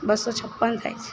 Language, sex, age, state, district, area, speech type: Gujarati, female, 30-45, Gujarat, Narmada, rural, spontaneous